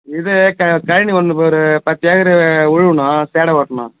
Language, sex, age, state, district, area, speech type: Tamil, male, 30-45, Tamil Nadu, Chengalpattu, rural, conversation